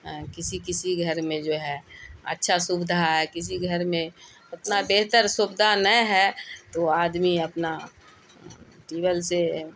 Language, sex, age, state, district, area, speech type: Urdu, female, 60+, Bihar, Khagaria, rural, spontaneous